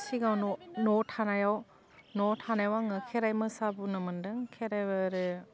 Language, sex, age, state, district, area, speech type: Bodo, female, 30-45, Assam, Udalguri, urban, spontaneous